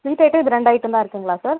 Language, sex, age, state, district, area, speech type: Tamil, female, 30-45, Tamil Nadu, Viluppuram, rural, conversation